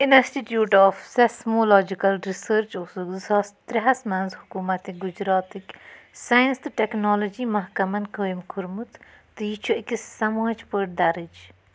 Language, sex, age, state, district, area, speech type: Kashmiri, female, 30-45, Jammu and Kashmir, Budgam, rural, read